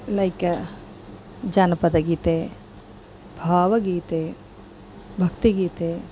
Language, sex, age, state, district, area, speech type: Kannada, female, 45-60, Karnataka, Mysore, urban, spontaneous